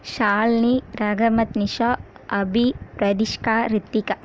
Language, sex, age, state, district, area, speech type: Tamil, female, 18-30, Tamil Nadu, Kallakurichi, rural, spontaneous